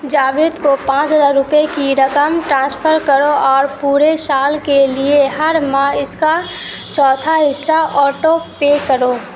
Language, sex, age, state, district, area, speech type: Urdu, female, 18-30, Bihar, Supaul, rural, read